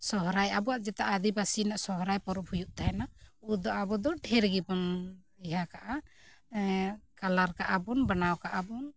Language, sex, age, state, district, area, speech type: Santali, female, 45-60, Jharkhand, Bokaro, rural, spontaneous